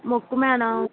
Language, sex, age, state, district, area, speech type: Telugu, female, 30-45, Andhra Pradesh, Vizianagaram, rural, conversation